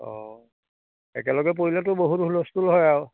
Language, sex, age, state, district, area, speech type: Assamese, male, 30-45, Assam, Majuli, urban, conversation